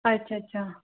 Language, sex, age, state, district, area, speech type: Dogri, female, 30-45, Jammu and Kashmir, Udhampur, urban, conversation